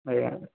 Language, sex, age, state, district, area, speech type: Odia, male, 18-30, Odisha, Puri, urban, conversation